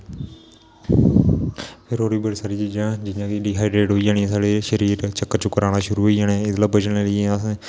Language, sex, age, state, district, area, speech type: Dogri, male, 18-30, Jammu and Kashmir, Kathua, rural, spontaneous